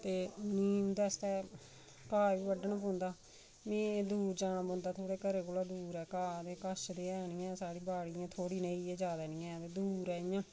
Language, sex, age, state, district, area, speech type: Dogri, female, 45-60, Jammu and Kashmir, Reasi, rural, spontaneous